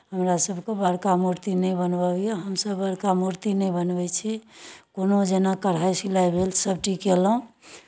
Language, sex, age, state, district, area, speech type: Maithili, female, 60+, Bihar, Darbhanga, urban, spontaneous